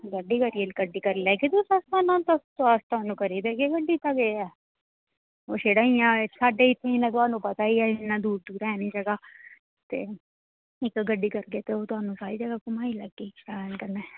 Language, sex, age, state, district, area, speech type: Dogri, female, 30-45, Jammu and Kashmir, Reasi, rural, conversation